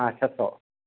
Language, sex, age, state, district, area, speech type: Sindhi, male, 60+, Gujarat, Kutch, urban, conversation